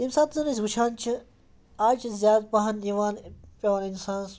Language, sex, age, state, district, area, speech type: Kashmiri, male, 30-45, Jammu and Kashmir, Ganderbal, rural, spontaneous